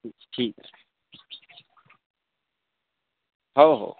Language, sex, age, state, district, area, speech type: Marathi, male, 18-30, Maharashtra, Washim, rural, conversation